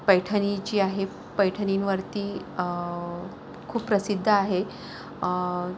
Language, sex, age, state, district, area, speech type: Marathi, female, 45-60, Maharashtra, Yavatmal, urban, spontaneous